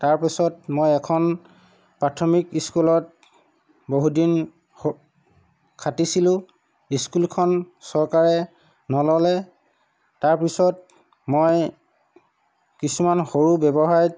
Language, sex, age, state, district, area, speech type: Assamese, male, 30-45, Assam, Lakhimpur, rural, spontaneous